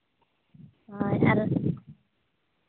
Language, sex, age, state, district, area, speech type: Santali, female, 30-45, Jharkhand, Seraikela Kharsawan, rural, conversation